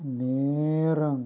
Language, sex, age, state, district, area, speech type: Tamil, male, 45-60, Tamil Nadu, Pudukkottai, rural, read